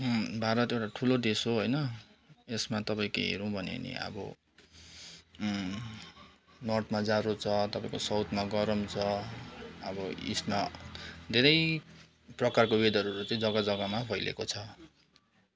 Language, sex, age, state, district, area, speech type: Nepali, male, 30-45, West Bengal, Kalimpong, rural, spontaneous